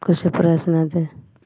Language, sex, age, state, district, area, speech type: Hindi, female, 45-60, Uttar Pradesh, Azamgarh, rural, read